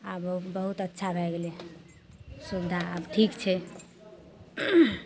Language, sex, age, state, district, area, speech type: Maithili, female, 30-45, Bihar, Madhepura, rural, spontaneous